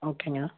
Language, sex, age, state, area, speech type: Tamil, male, 18-30, Tamil Nadu, rural, conversation